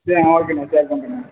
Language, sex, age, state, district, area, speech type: Tamil, male, 18-30, Tamil Nadu, Ariyalur, rural, conversation